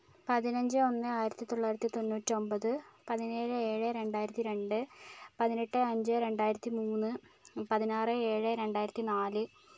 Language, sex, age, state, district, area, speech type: Malayalam, female, 30-45, Kerala, Kozhikode, urban, spontaneous